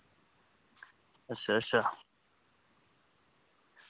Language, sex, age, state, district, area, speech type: Dogri, male, 18-30, Jammu and Kashmir, Samba, rural, conversation